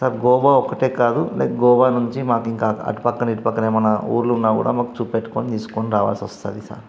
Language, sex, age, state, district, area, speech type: Telugu, male, 30-45, Telangana, Karimnagar, rural, spontaneous